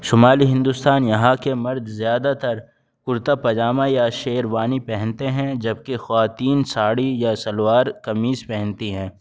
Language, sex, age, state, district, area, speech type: Urdu, male, 18-30, Delhi, North West Delhi, urban, spontaneous